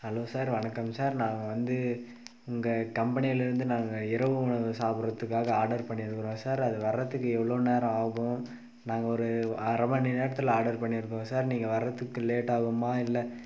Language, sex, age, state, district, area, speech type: Tamil, male, 18-30, Tamil Nadu, Dharmapuri, rural, spontaneous